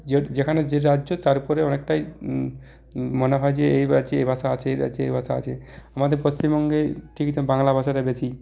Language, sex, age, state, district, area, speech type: Bengali, male, 45-60, West Bengal, Purulia, rural, spontaneous